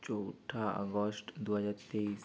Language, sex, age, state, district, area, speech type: Bengali, male, 30-45, West Bengal, Bankura, urban, spontaneous